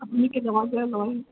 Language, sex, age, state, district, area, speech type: Assamese, female, 60+, Assam, Majuli, urban, conversation